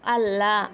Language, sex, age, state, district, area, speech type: Kannada, female, 30-45, Karnataka, Bidar, urban, read